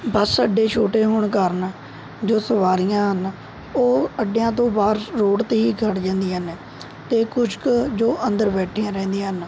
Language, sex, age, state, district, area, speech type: Punjabi, male, 18-30, Punjab, Mohali, rural, spontaneous